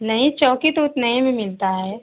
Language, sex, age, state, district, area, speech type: Hindi, female, 45-60, Uttar Pradesh, Mau, urban, conversation